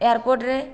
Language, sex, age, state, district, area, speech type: Odia, female, 18-30, Odisha, Boudh, rural, spontaneous